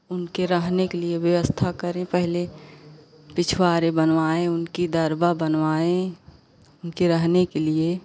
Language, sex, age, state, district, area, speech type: Hindi, female, 45-60, Uttar Pradesh, Pratapgarh, rural, spontaneous